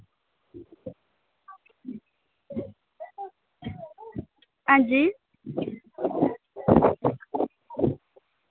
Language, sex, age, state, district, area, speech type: Dogri, female, 18-30, Jammu and Kashmir, Samba, rural, conversation